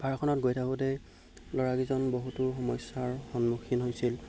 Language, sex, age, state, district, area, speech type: Assamese, male, 18-30, Assam, Golaghat, rural, spontaneous